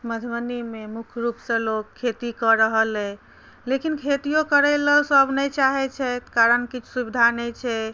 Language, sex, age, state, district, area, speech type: Maithili, female, 30-45, Bihar, Madhubani, rural, spontaneous